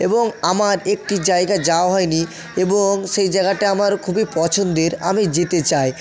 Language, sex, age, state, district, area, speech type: Bengali, male, 45-60, West Bengal, South 24 Parganas, rural, spontaneous